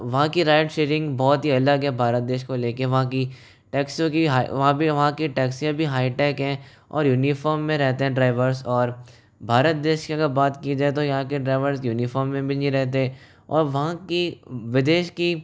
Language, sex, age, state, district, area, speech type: Hindi, male, 18-30, Rajasthan, Jaipur, urban, spontaneous